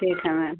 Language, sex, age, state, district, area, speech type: Hindi, female, 60+, Uttar Pradesh, Ayodhya, rural, conversation